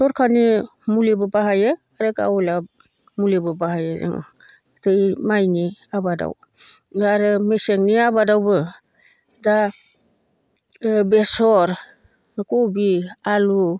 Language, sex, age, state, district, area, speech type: Bodo, female, 60+, Assam, Baksa, rural, spontaneous